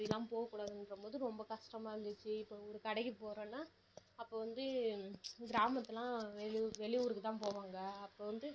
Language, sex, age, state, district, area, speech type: Tamil, female, 18-30, Tamil Nadu, Kallakurichi, rural, spontaneous